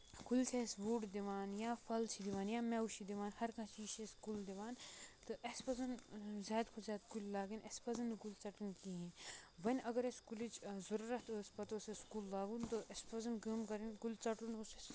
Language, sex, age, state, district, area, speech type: Kashmiri, male, 18-30, Jammu and Kashmir, Baramulla, rural, spontaneous